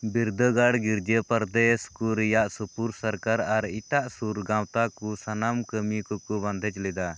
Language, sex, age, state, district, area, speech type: Santali, male, 30-45, Jharkhand, Pakur, rural, read